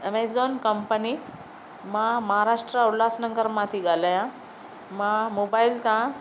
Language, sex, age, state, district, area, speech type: Sindhi, female, 60+, Maharashtra, Thane, urban, spontaneous